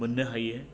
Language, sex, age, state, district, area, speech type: Bodo, male, 45-60, Assam, Baksa, rural, spontaneous